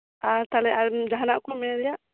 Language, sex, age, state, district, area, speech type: Santali, female, 30-45, West Bengal, Birbhum, rural, conversation